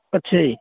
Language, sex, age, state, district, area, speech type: Punjabi, male, 30-45, Punjab, Fatehgarh Sahib, rural, conversation